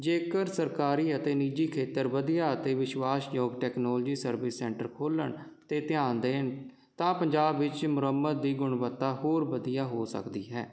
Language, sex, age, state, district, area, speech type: Punjabi, male, 30-45, Punjab, Jalandhar, urban, spontaneous